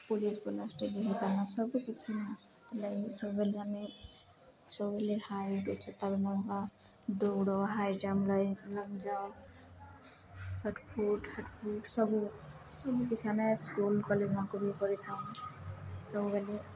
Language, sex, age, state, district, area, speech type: Odia, female, 18-30, Odisha, Subarnapur, urban, spontaneous